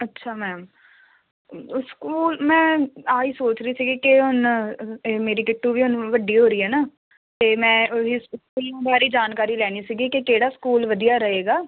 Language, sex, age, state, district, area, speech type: Punjabi, female, 18-30, Punjab, Faridkot, urban, conversation